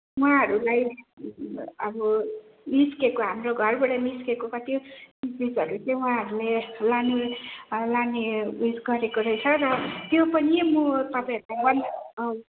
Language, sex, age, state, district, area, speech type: Nepali, female, 45-60, West Bengal, Darjeeling, rural, conversation